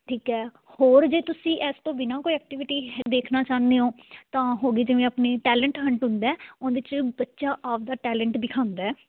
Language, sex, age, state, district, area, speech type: Punjabi, female, 18-30, Punjab, Fazilka, rural, conversation